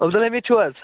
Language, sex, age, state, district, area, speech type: Kashmiri, male, 45-60, Jammu and Kashmir, Budgam, urban, conversation